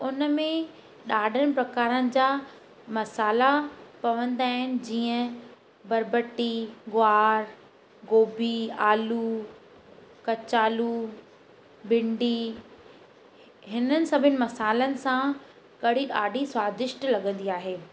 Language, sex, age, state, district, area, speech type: Sindhi, female, 18-30, Madhya Pradesh, Katni, urban, spontaneous